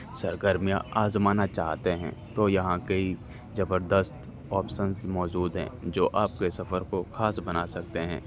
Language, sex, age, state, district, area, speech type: Urdu, male, 30-45, Delhi, North East Delhi, urban, spontaneous